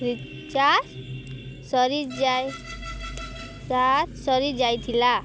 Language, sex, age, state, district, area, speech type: Odia, female, 18-30, Odisha, Nuapada, rural, spontaneous